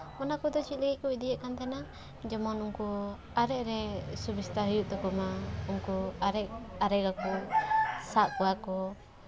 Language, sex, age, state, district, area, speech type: Santali, female, 18-30, West Bengal, Paschim Bardhaman, rural, spontaneous